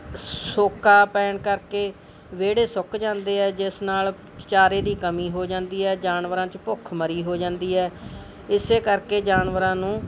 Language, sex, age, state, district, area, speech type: Punjabi, female, 45-60, Punjab, Bathinda, urban, spontaneous